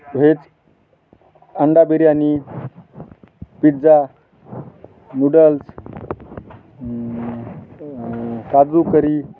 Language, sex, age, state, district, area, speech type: Marathi, male, 30-45, Maharashtra, Hingoli, urban, spontaneous